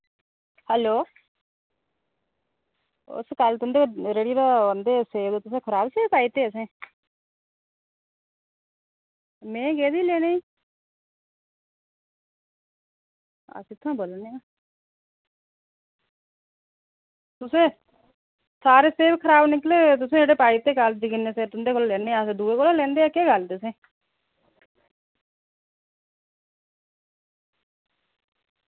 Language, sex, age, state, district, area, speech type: Dogri, female, 30-45, Jammu and Kashmir, Reasi, rural, conversation